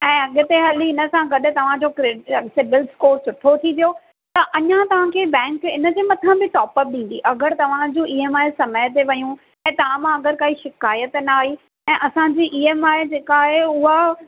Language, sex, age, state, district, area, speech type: Sindhi, female, 30-45, Maharashtra, Thane, urban, conversation